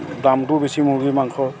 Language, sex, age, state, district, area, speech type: Assamese, male, 45-60, Assam, Charaideo, urban, spontaneous